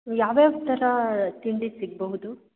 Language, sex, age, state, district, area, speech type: Kannada, female, 30-45, Karnataka, Chikkaballapur, rural, conversation